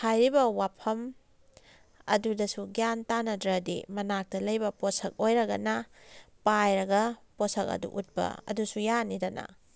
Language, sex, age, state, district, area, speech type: Manipuri, female, 30-45, Manipur, Kakching, rural, spontaneous